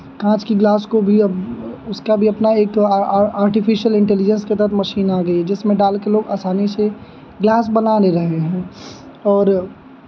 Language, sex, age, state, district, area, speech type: Hindi, male, 18-30, Uttar Pradesh, Azamgarh, rural, spontaneous